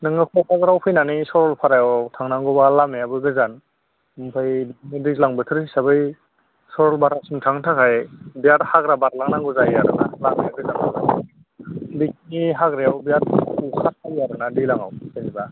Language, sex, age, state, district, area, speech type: Bodo, male, 18-30, Assam, Kokrajhar, rural, conversation